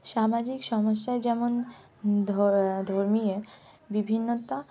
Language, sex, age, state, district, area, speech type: Bengali, female, 18-30, West Bengal, Hooghly, urban, spontaneous